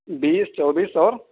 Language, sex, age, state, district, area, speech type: Urdu, male, 18-30, Uttar Pradesh, Saharanpur, urban, conversation